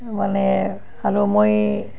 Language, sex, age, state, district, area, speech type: Assamese, female, 60+, Assam, Barpeta, rural, spontaneous